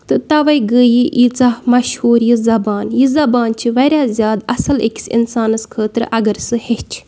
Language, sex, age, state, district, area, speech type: Kashmiri, female, 30-45, Jammu and Kashmir, Bandipora, rural, spontaneous